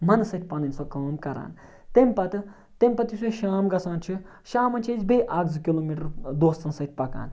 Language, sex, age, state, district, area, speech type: Kashmiri, male, 30-45, Jammu and Kashmir, Ganderbal, rural, spontaneous